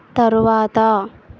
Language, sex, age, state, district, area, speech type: Telugu, female, 45-60, Andhra Pradesh, Vizianagaram, rural, read